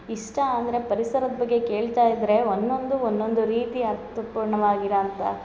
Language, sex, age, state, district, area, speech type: Kannada, female, 30-45, Karnataka, Hassan, urban, spontaneous